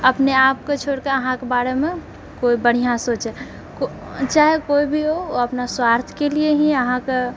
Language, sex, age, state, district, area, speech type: Maithili, female, 45-60, Bihar, Purnia, rural, spontaneous